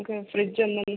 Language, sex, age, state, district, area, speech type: Malayalam, female, 45-60, Kerala, Palakkad, rural, conversation